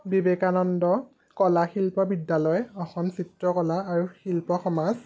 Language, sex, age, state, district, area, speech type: Assamese, male, 18-30, Assam, Jorhat, urban, spontaneous